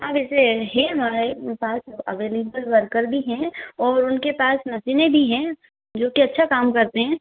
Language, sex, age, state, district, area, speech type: Hindi, female, 18-30, Madhya Pradesh, Ujjain, urban, conversation